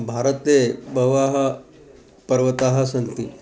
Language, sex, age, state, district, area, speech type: Sanskrit, male, 60+, Maharashtra, Wardha, urban, spontaneous